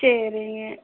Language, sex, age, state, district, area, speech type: Tamil, female, 45-60, Tamil Nadu, Namakkal, rural, conversation